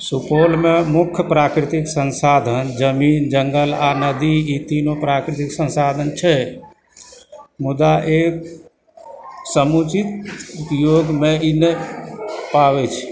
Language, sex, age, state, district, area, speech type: Maithili, male, 60+, Bihar, Supaul, urban, spontaneous